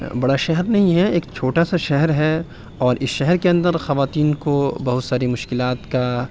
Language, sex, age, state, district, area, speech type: Urdu, male, 45-60, Uttar Pradesh, Aligarh, urban, spontaneous